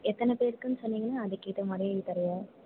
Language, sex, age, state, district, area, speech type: Tamil, female, 18-30, Tamil Nadu, Perambalur, urban, conversation